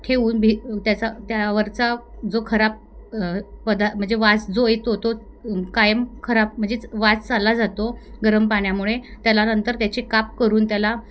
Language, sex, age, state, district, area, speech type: Marathi, female, 30-45, Maharashtra, Wardha, rural, spontaneous